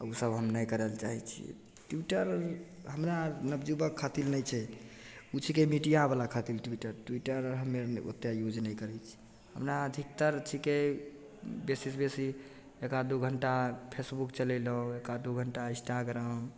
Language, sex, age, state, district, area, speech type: Maithili, male, 18-30, Bihar, Begusarai, rural, spontaneous